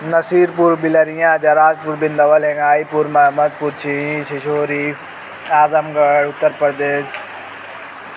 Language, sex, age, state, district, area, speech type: Urdu, male, 18-30, Uttar Pradesh, Azamgarh, rural, spontaneous